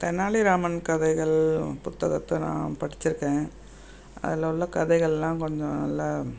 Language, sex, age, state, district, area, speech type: Tamil, female, 60+, Tamil Nadu, Thanjavur, urban, spontaneous